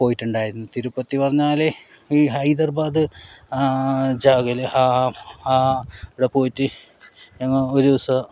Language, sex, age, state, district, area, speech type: Malayalam, male, 45-60, Kerala, Kasaragod, rural, spontaneous